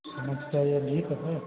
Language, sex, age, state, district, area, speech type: Hindi, male, 45-60, Uttar Pradesh, Hardoi, rural, conversation